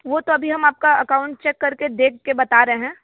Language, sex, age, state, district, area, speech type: Hindi, female, 18-30, Uttar Pradesh, Sonbhadra, rural, conversation